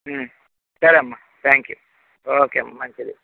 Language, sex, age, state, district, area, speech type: Telugu, male, 30-45, Andhra Pradesh, Visakhapatnam, urban, conversation